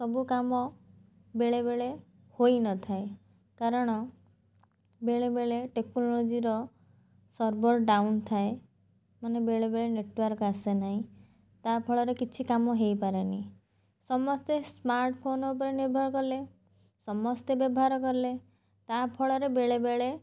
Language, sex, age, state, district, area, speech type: Odia, female, 30-45, Odisha, Cuttack, urban, spontaneous